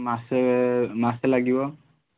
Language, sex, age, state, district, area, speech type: Odia, male, 18-30, Odisha, Kalahandi, rural, conversation